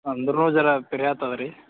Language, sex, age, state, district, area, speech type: Kannada, male, 18-30, Karnataka, Gulbarga, urban, conversation